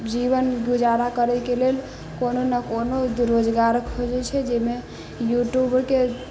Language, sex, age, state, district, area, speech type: Maithili, female, 30-45, Bihar, Sitamarhi, rural, spontaneous